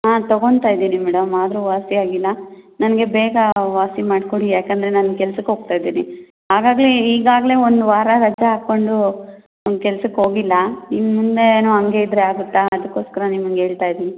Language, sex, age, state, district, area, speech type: Kannada, female, 18-30, Karnataka, Kolar, rural, conversation